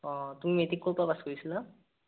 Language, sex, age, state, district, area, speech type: Assamese, male, 18-30, Assam, Sonitpur, rural, conversation